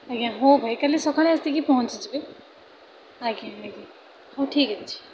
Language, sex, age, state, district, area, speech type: Odia, female, 18-30, Odisha, Bhadrak, rural, spontaneous